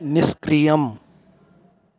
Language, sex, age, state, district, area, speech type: Sanskrit, male, 18-30, Uttar Pradesh, Lucknow, urban, read